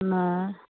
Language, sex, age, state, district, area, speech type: Maithili, female, 60+, Bihar, Araria, rural, conversation